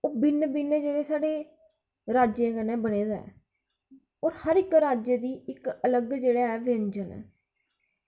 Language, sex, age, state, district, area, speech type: Dogri, female, 18-30, Jammu and Kashmir, Kathua, rural, spontaneous